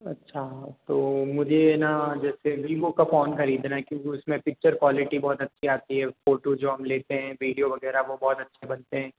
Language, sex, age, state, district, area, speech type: Hindi, male, 18-30, Rajasthan, Jodhpur, urban, conversation